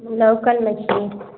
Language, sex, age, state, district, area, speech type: Hindi, female, 18-30, Bihar, Samastipur, rural, conversation